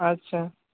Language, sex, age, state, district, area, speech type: Bengali, male, 18-30, West Bengal, Paschim Medinipur, rural, conversation